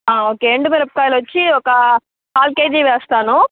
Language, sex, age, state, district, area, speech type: Telugu, female, 45-60, Andhra Pradesh, Chittoor, rural, conversation